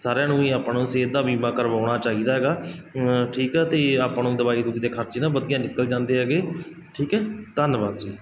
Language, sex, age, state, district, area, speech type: Punjabi, male, 45-60, Punjab, Barnala, rural, spontaneous